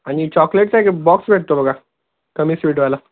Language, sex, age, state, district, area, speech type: Marathi, male, 30-45, Maharashtra, Nanded, rural, conversation